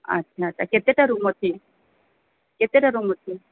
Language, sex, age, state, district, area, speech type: Odia, female, 45-60, Odisha, Sundergarh, rural, conversation